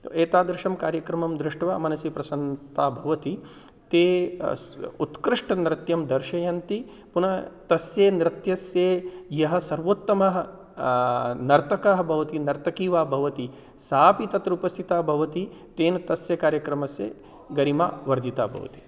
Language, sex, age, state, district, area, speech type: Sanskrit, male, 45-60, Rajasthan, Jaipur, urban, spontaneous